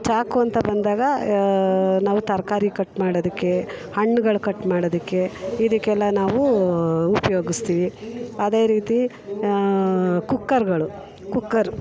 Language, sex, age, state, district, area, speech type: Kannada, female, 45-60, Karnataka, Mysore, urban, spontaneous